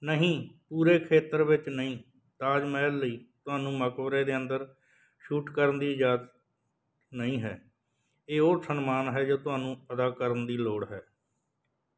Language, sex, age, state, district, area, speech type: Punjabi, male, 60+, Punjab, Bathinda, rural, read